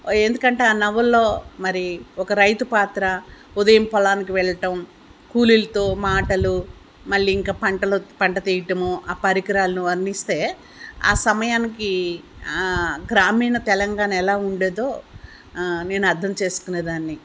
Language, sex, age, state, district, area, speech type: Telugu, female, 60+, Telangana, Hyderabad, urban, spontaneous